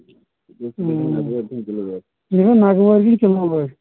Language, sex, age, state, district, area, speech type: Kashmiri, male, 30-45, Jammu and Kashmir, Anantnag, rural, conversation